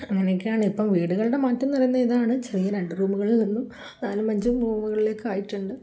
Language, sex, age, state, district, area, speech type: Malayalam, female, 30-45, Kerala, Kozhikode, rural, spontaneous